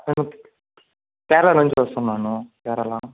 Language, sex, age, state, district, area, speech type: Telugu, male, 45-60, Andhra Pradesh, Chittoor, urban, conversation